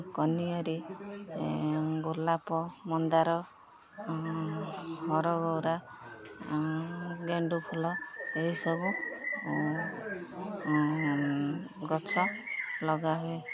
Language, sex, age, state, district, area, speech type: Odia, female, 30-45, Odisha, Jagatsinghpur, rural, spontaneous